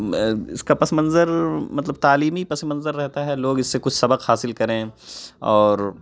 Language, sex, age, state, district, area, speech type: Urdu, male, 30-45, Uttar Pradesh, Lucknow, urban, spontaneous